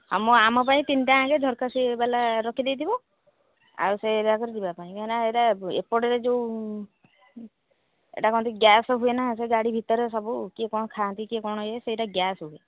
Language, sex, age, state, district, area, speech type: Odia, female, 45-60, Odisha, Angul, rural, conversation